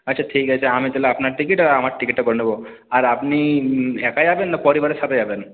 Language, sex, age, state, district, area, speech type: Bengali, male, 45-60, West Bengal, Purulia, urban, conversation